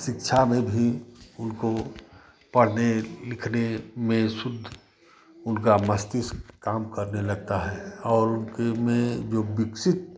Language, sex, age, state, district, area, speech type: Hindi, male, 60+, Uttar Pradesh, Chandauli, urban, spontaneous